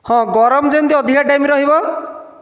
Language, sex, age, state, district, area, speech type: Odia, male, 30-45, Odisha, Nayagarh, rural, spontaneous